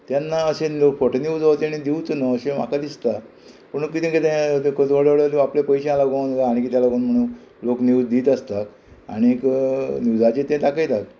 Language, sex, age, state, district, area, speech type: Goan Konkani, male, 60+, Goa, Murmgao, rural, spontaneous